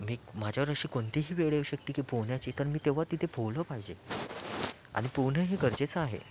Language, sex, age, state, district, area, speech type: Marathi, male, 18-30, Maharashtra, Thane, urban, spontaneous